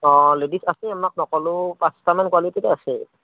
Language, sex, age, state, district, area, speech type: Assamese, male, 30-45, Assam, Barpeta, rural, conversation